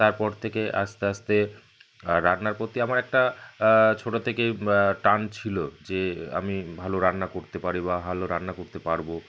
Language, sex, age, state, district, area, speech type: Bengali, male, 30-45, West Bengal, South 24 Parganas, rural, spontaneous